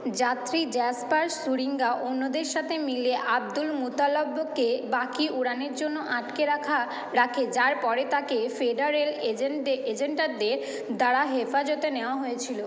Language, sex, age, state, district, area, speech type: Bengali, female, 45-60, West Bengal, Purba Bardhaman, urban, read